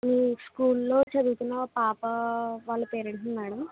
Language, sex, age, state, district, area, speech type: Telugu, female, 60+, Andhra Pradesh, Kakinada, rural, conversation